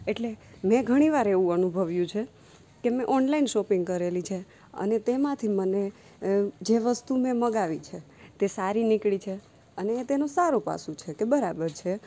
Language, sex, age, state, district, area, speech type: Gujarati, female, 30-45, Gujarat, Rajkot, rural, spontaneous